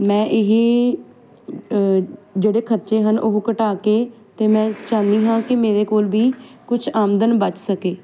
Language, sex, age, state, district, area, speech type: Punjabi, female, 18-30, Punjab, Ludhiana, urban, spontaneous